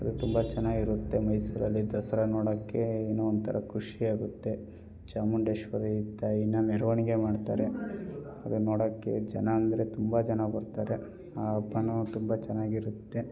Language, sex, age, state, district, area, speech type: Kannada, male, 18-30, Karnataka, Hassan, rural, spontaneous